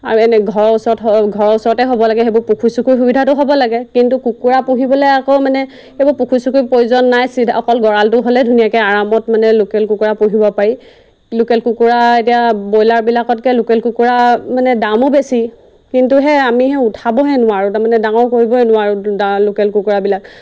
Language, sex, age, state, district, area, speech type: Assamese, female, 30-45, Assam, Golaghat, rural, spontaneous